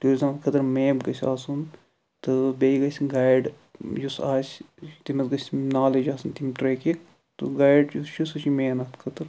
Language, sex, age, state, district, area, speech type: Kashmiri, male, 45-60, Jammu and Kashmir, Budgam, rural, spontaneous